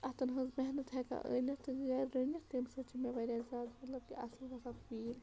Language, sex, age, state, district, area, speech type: Kashmiri, female, 30-45, Jammu and Kashmir, Bandipora, rural, spontaneous